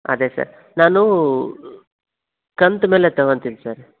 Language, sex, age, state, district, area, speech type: Kannada, male, 18-30, Karnataka, Koppal, rural, conversation